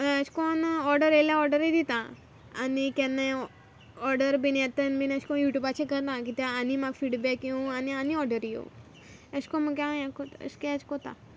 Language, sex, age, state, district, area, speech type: Goan Konkani, female, 18-30, Goa, Quepem, rural, spontaneous